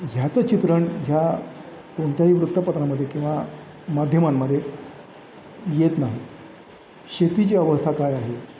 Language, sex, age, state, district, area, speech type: Marathi, male, 60+, Maharashtra, Satara, urban, spontaneous